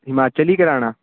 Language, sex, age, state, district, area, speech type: Punjabi, male, 18-30, Punjab, Ludhiana, rural, conversation